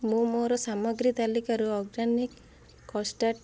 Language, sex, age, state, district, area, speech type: Odia, female, 18-30, Odisha, Ganjam, urban, read